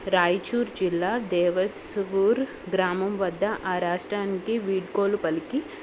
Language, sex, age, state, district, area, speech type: Telugu, female, 18-30, Telangana, Hyderabad, urban, spontaneous